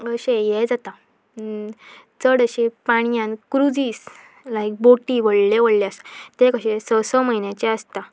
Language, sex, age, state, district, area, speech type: Goan Konkani, female, 18-30, Goa, Pernem, rural, spontaneous